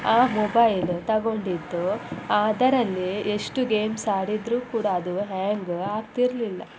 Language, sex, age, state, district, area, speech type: Kannada, female, 18-30, Karnataka, Chitradurga, rural, spontaneous